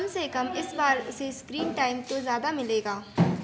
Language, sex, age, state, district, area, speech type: Hindi, female, 18-30, Madhya Pradesh, Chhindwara, urban, read